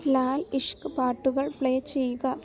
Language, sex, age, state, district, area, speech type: Malayalam, female, 18-30, Kerala, Alappuzha, rural, read